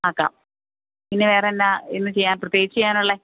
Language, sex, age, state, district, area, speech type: Malayalam, female, 30-45, Kerala, Idukki, rural, conversation